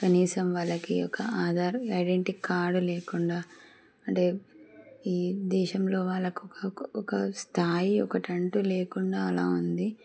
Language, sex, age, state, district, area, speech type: Telugu, female, 30-45, Telangana, Medchal, urban, spontaneous